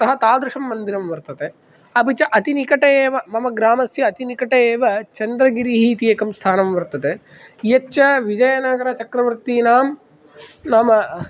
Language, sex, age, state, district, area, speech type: Sanskrit, male, 18-30, Andhra Pradesh, Kadapa, rural, spontaneous